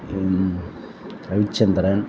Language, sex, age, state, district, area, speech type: Tamil, male, 45-60, Tamil Nadu, Thoothukudi, urban, spontaneous